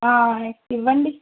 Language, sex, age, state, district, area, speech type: Telugu, female, 60+, Andhra Pradesh, East Godavari, rural, conversation